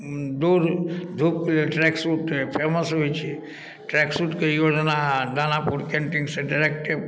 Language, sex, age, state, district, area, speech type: Maithili, male, 45-60, Bihar, Darbhanga, rural, spontaneous